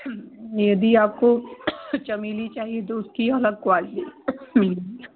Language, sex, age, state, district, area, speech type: Hindi, female, 18-30, Uttar Pradesh, Chandauli, rural, conversation